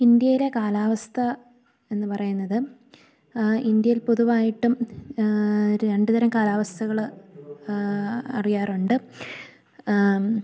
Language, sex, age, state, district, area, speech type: Malayalam, female, 18-30, Kerala, Idukki, rural, spontaneous